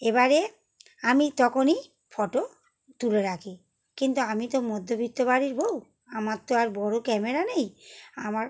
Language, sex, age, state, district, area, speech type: Bengali, female, 45-60, West Bengal, Howrah, urban, spontaneous